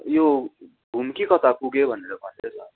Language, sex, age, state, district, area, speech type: Nepali, male, 18-30, West Bengal, Darjeeling, rural, conversation